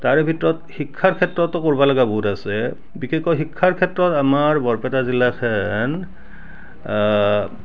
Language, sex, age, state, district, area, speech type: Assamese, male, 60+, Assam, Barpeta, rural, spontaneous